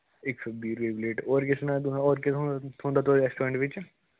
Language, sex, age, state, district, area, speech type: Dogri, male, 18-30, Jammu and Kashmir, Kathua, rural, conversation